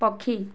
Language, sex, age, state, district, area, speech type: Odia, female, 18-30, Odisha, Kandhamal, rural, read